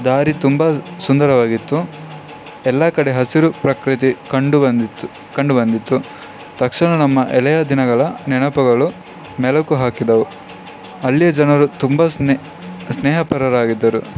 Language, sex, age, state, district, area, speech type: Kannada, male, 18-30, Karnataka, Dakshina Kannada, rural, spontaneous